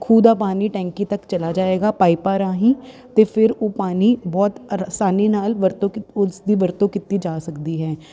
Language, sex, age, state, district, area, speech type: Punjabi, female, 30-45, Punjab, Ludhiana, urban, spontaneous